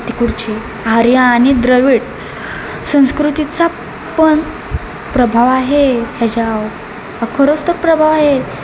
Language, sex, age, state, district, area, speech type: Marathi, female, 18-30, Maharashtra, Satara, urban, spontaneous